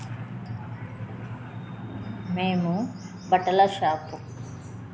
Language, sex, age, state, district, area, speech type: Telugu, female, 30-45, Telangana, Jagtial, rural, spontaneous